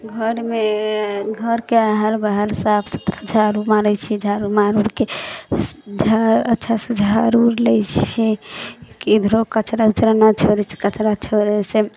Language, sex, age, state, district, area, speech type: Maithili, female, 18-30, Bihar, Sitamarhi, rural, spontaneous